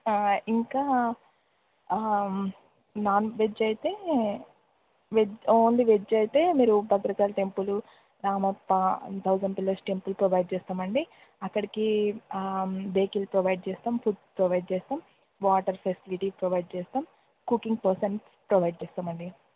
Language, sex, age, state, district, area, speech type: Telugu, female, 18-30, Andhra Pradesh, Srikakulam, urban, conversation